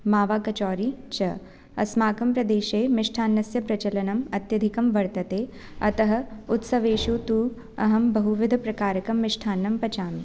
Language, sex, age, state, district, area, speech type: Sanskrit, female, 18-30, Rajasthan, Jaipur, urban, spontaneous